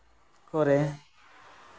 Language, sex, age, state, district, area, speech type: Santali, male, 30-45, West Bengal, Purulia, rural, spontaneous